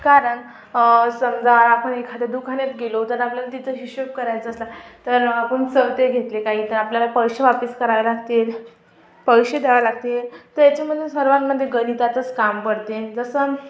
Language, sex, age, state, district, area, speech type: Marathi, female, 18-30, Maharashtra, Amravati, urban, spontaneous